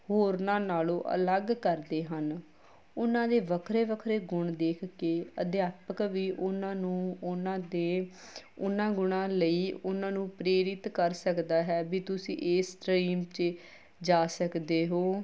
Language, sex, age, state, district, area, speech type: Punjabi, female, 30-45, Punjab, Mansa, urban, spontaneous